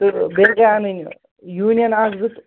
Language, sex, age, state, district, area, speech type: Kashmiri, male, 60+, Jammu and Kashmir, Baramulla, rural, conversation